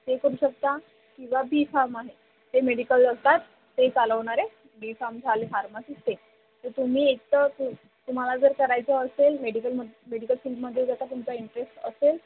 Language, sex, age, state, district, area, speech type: Marathi, female, 18-30, Maharashtra, Wardha, rural, conversation